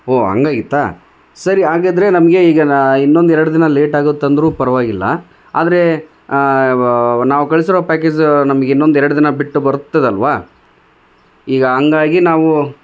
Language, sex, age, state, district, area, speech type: Kannada, male, 30-45, Karnataka, Vijayanagara, rural, spontaneous